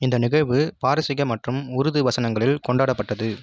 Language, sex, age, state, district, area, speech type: Tamil, male, 18-30, Tamil Nadu, Viluppuram, urban, read